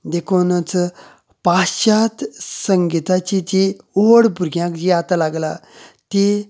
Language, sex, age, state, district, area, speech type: Goan Konkani, male, 30-45, Goa, Canacona, rural, spontaneous